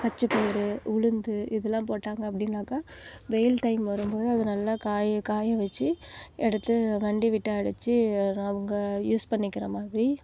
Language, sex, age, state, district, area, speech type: Tamil, female, 30-45, Tamil Nadu, Nagapattinam, rural, spontaneous